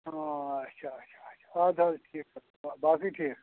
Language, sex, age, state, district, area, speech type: Kashmiri, male, 45-60, Jammu and Kashmir, Anantnag, rural, conversation